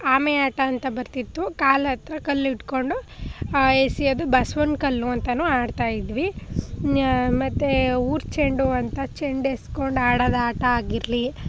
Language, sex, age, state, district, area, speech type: Kannada, female, 18-30, Karnataka, Chamarajanagar, rural, spontaneous